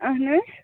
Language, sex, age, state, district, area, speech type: Kashmiri, female, 18-30, Jammu and Kashmir, Bandipora, rural, conversation